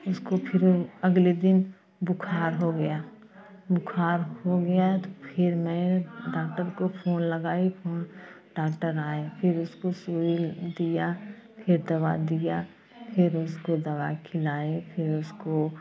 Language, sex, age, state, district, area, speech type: Hindi, female, 45-60, Uttar Pradesh, Jaunpur, rural, spontaneous